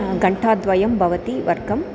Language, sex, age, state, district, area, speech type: Sanskrit, female, 30-45, Andhra Pradesh, Chittoor, urban, spontaneous